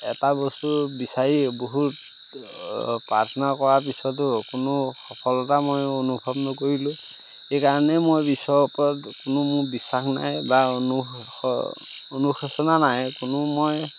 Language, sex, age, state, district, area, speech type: Assamese, male, 30-45, Assam, Majuli, urban, spontaneous